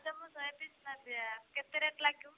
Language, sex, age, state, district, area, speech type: Odia, female, 18-30, Odisha, Mayurbhanj, rural, conversation